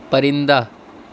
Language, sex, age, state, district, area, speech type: Urdu, male, 30-45, Delhi, Central Delhi, urban, read